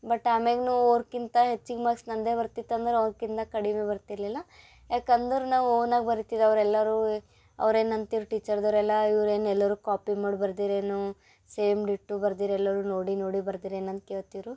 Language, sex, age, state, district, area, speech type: Kannada, female, 18-30, Karnataka, Gulbarga, urban, spontaneous